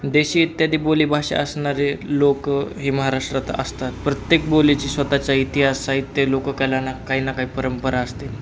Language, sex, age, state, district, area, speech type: Marathi, male, 18-30, Maharashtra, Osmanabad, rural, spontaneous